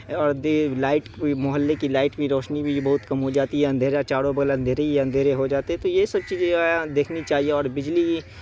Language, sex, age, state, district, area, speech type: Urdu, male, 18-30, Bihar, Saharsa, rural, spontaneous